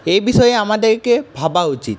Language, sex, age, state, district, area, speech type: Bengali, male, 18-30, West Bengal, Purulia, rural, spontaneous